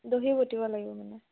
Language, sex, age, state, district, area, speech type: Assamese, female, 18-30, Assam, Nagaon, rural, conversation